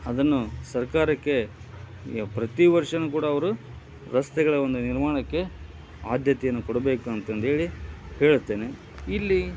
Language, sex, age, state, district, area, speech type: Kannada, male, 45-60, Karnataka, Koppal, rural, spontaneous